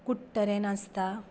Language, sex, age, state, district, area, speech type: Goan Konkani, female, 30-45, Goa, Canacona, rural, spontaneous